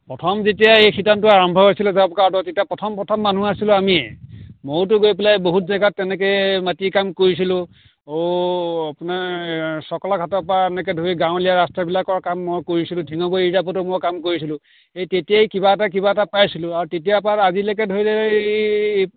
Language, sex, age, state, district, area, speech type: Assamese, male, 60+, Assam, Nagaon, rural, conversation